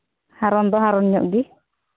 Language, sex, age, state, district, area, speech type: Santali, female, 18-30, Jharkhand, Pakur, rural, conversation